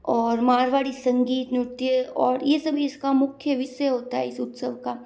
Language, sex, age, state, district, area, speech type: Hindi, female, 30-45, Rajasthan, Jodhpur, urban, spontaneous